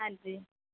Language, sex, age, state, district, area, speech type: Punjabi, female, 18-30, Punjab, Shaheed Bhagat Singh Nagar, rural, conversation